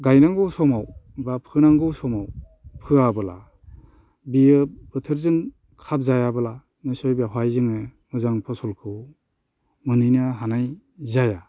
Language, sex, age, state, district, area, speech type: Bodo, male, 45-60, Assam, Baksa, rural, spontaneous